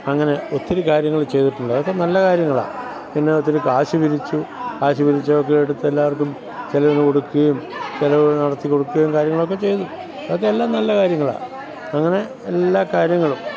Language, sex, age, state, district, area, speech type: Malayalam, male, 60+, Kerala, Pathanamthitta, rural, spontaneous